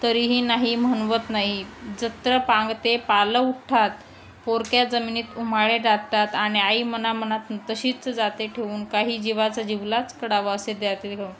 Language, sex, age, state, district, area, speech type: Marathi, female, 30-45, Maharashtra, Thane, urban, spontaneous